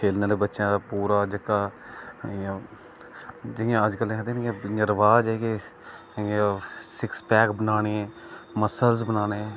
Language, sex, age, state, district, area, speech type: Dogri, male, 30-45, Jammu and Kashmir, Udhampur, rural, spontaneous